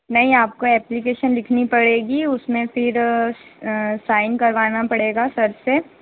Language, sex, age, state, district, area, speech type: Hindi, female, 18-30, Madhya Pradesh, Harda, urban, conversation